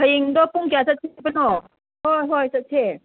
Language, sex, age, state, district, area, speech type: Manipuri, female, 30-45, Manipur, Senapati, rural, conversation